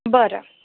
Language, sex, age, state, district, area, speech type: Marathi, female, 18-30, Maharashtra, Akola, urban, conversation